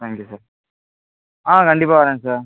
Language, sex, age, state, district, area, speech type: Tamil, male, 18-30, Tamil Nadu, Tiruchirappalli, rural, conversation